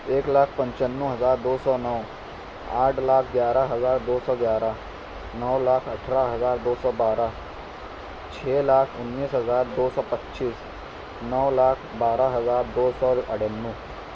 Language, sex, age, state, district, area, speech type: Urdu, male, 18-30, Maharashtra, Nashik, urban, spontaneous